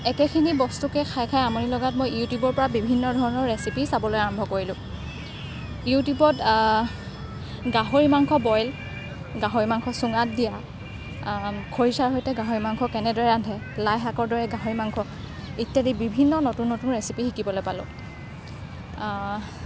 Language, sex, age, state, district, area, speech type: Assamese, female, 45-60, Assam, Morigaon, rural, spontaneous